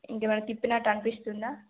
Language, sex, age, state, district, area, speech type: Telugu, female, 18-30, Telangana, Karimnagar, rural, conversation